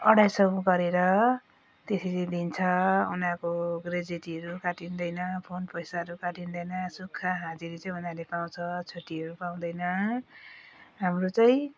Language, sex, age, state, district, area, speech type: Nepali, female, 45-60, West Bengal, Jalpaiguri, rural, spontaneous